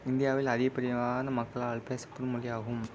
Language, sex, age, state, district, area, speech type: Tamil, male, 18-30, Tamil Nadu, Virudhunagar, urban, spontaneous